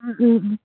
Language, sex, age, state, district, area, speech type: Manipuri, female, 45-60, Manipur, Kakching, rural, conversation